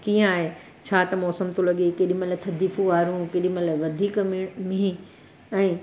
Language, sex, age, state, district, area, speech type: Sindhi, female, 45-60, Gujarat, Surat, urban, spontaneous